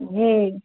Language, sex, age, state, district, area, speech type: Urdu, female, 18-30, Bihar, Khagaria, rural, conversation